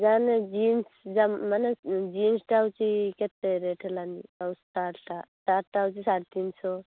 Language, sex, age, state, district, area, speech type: Odia, female, 18-30, Odisha, Balasore, rural, conversation